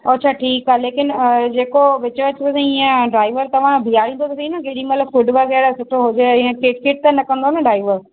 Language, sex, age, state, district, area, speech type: Sindhi, female, 30-45, Maharashtra, Thane, urban, conversation